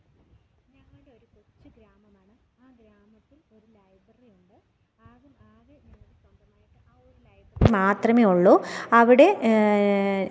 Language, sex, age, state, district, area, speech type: Malayalam, female, 30-45, Kerala, Thiruvananthapuram, rural, spontaneous